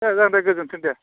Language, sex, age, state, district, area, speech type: Bodo, male, 45-60, Assam, Baksa, rural, conversation